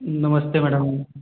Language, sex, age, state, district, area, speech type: Hindi, male, 18-30, Uttar Pradesh, Jaunpur, urban, conversation